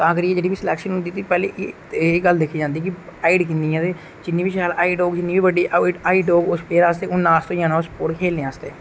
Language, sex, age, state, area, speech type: Dogri, male, 18-30, Jammu and Kashmir, rural, spontaneous